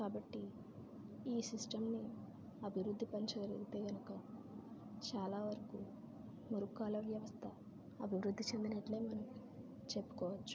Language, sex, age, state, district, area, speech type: Telugu, female, 30-45, Andhra Pradesh, Kakinada, rural, spontaneous